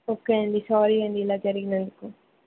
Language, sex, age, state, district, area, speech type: Telugu, female, 18-30, Telangana, Siddipet, rural, conversation